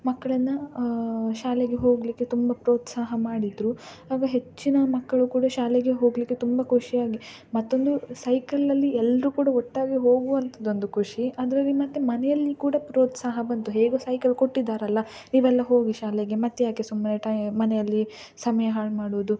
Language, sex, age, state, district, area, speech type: Kannada, female, 18-30, Karnataka, Dakshina Kannada, rural, spontaneous